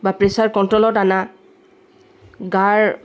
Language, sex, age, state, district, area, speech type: Assamese, female, 45-60, Assam, Tinsukia, rural, spontaneous